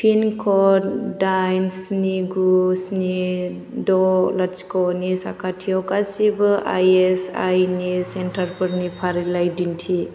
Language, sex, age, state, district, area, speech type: Bodo, female, 18-30, Assam, Chirang, rural, read